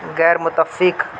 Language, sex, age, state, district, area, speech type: Urdu, male, 30-45, Uttar Pradesh, Mau, urban, read